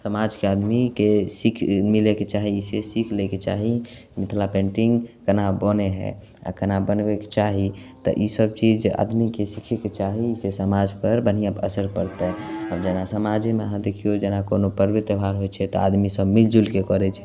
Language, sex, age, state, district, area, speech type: Maithili, male, 18-30, Bihar, Samastipur, urban, spontaneous